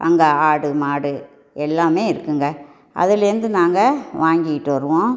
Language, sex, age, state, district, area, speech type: Tamil, female, 60+, Tamil Nadu, Tiruchirappalli, urban, spontaneous